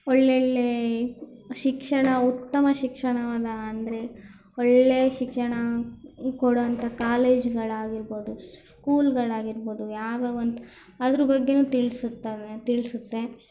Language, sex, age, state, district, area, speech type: Kannada, female, 18-30, Karnataka, Chitradurga, rural, spontaneous